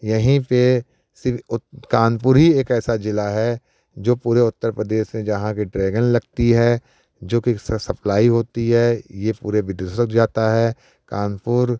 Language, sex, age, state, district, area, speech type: Hindi, male, 45-60, Uttar Pradesh, Prayagraj, urban, spontaneous